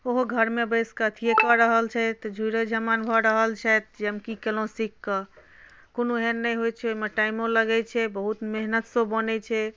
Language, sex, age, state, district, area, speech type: Maithili, female, 30-45, Bihar, Madhubani, rural, spontaneous